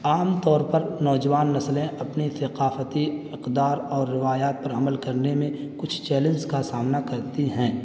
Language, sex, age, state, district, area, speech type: Urdu, male, 18-30, Uttar Pradesh, Balrampur, rural, spontaneous